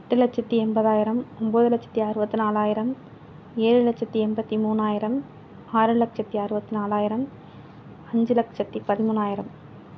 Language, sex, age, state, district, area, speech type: Tamil, female, 60+, Tamil Nadu, Mayiladuthurai, urban, spontaneous